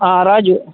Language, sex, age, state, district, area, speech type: Kannada, male, 30-45, Karnataka, Udupi, rural, conversation